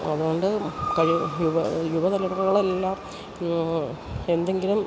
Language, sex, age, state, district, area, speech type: Malayalam, female, 60+, Kerala, Idukki, rural, spontaneous